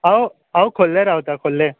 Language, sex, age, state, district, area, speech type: Goan Konkani, male, 18-30, Goa, Tiswadi, rural, conversation